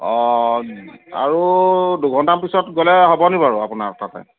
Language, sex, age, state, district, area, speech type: Assamese, male, 30-45, Assam, Sivasagar, rural, conversation